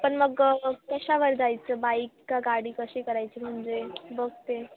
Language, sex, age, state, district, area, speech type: Marathi, female, 18-30, Maharashtra, Nashik, urban, conversation